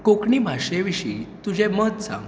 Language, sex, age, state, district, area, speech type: Goan Konkani, female, 18-30, Goa, Tiswadi, rural, spontaneous